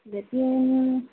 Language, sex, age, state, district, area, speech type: Assamese, female, 30-45, Assam, Majuli, urban, conversation